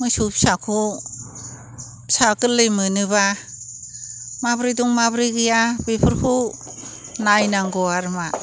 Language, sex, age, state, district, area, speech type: Bodo, female, 60+, Assam, Chirang, rural, spontaneous